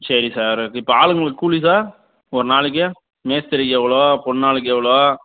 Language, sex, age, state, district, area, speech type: Tamil, male, 18-30, Tamil Nadu, Krishnagiri, rural, conversation